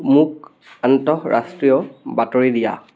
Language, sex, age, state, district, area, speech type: Assamese, male, 18-30, Assam, Biswanath, rural, read